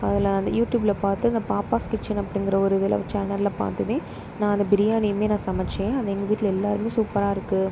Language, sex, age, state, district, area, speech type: Tamil, female, 30-45, Tamil Nadu, Pudukkottai, rural, spontaneous